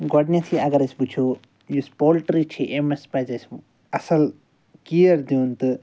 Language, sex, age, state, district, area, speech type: Kashmiri, male, 30-45, Jammu and Kashmir, Srinagar, urban, spontaneous